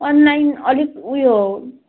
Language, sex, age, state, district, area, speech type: Nepali, female, 18-30, West Bengal, Jalpaiguri, urban, conversation